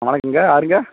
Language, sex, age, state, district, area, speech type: Tamil, male, 30-45, Tamil Nadu, Theni, rural, conversation